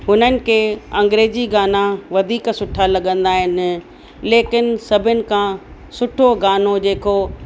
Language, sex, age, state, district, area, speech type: Sindhi, female, 45-60, Uttar Pradesh, Lucknow, rural, spontaneous